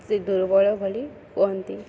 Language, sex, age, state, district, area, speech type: Odia, female, 18-30, Odisha, Balangir, urban, spontaneous